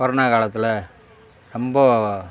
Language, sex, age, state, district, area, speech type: Tamil, male, 60+, Tamil Nadu, Kallakurichi, urban, spontaneous